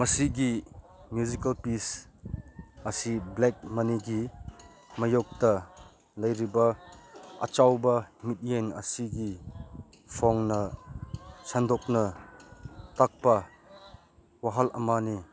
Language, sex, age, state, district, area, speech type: Manipuri, male, 30-45, Manipur, Senapati, rural, read